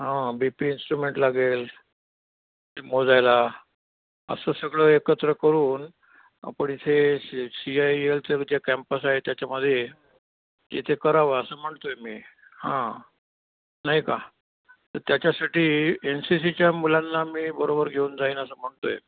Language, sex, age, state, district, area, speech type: Marathi, male, 60+, Maharashtra, Nashik, urban, conversation